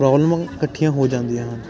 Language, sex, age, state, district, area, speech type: Punjabi, male, 18-30, Punjab, Ludhiana, urban, spontaneous